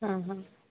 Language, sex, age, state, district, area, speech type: Kannada, female, 18-30, Karnataka, Shimoga, rural, conversation